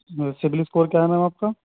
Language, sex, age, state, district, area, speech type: Urdu, male, 30-45, Uttar Pradesh, Muzaffarnagar, urban, conversation